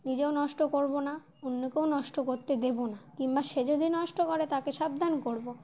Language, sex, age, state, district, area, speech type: Bengali, female, 18-30, West Bengal, Dakshin Dinajpur, urban, spontaneous